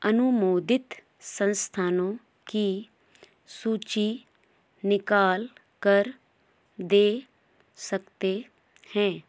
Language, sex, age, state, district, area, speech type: Hindi, female, 30-45, Madhya Pradesh, Balaghat, rural, read